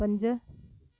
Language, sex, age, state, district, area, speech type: Sindhi, female, 60+, Delhi, South Delhi, urban, read